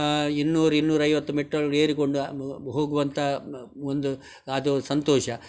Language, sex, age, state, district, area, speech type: Kannada, male, 60+, Karnataka, Udupi, rural, spontaneous